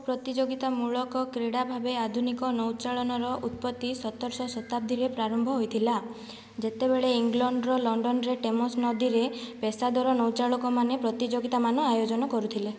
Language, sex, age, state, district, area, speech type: Odia, female, 45-60, Odisha, Kandhamal, rural, read